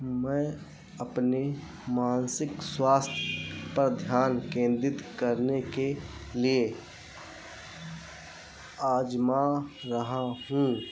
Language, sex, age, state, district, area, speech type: Hindi, male, 45-60, Uttar Pradesh, Ayodhya, rural, read